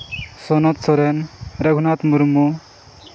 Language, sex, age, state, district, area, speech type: Santali, male, 30-45, Jharkhand, Seraikela Kharsawan, rural, spontaneous